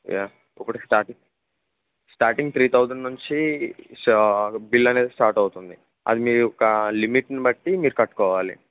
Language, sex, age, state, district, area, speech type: Telugu, male, 18-30, Andhra Pradesh, N T Rama Rao, urban, conversation